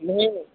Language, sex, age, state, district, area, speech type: Urdu, male, 18-30, Uttar Pradesh, Saharanpur, urban, conversation